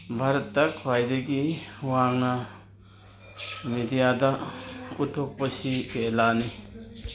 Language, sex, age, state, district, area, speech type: Manipuri, male, 45-60, Manipur, Kangpokpi, urban, read